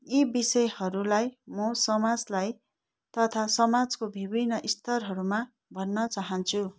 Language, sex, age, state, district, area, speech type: Nepali, female, 45-60, West Bengal, Darjeeling, rural, spontaneous